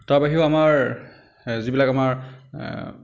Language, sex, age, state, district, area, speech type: Assamese, male, 30-45, Assam, Nagaon, rural, spontaneous